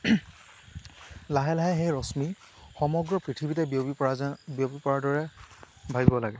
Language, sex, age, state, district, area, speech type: Assamese, male, 18-30, Assam, Lakhimpur, rural, spontaneous